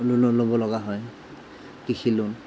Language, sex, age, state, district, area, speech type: Assamese, male, 45-60, Assam, Morigaon, rural, spontaneous